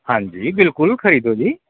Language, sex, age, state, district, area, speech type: Dogri, male, 45-60, Jammu and Kashmir, Kathua, urban, conversation